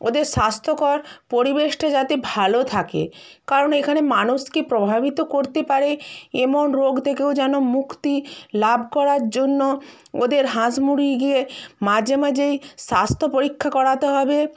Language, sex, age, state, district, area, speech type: Bengali, female, 45-60, West Bengal, Nadia, rural, spontaneous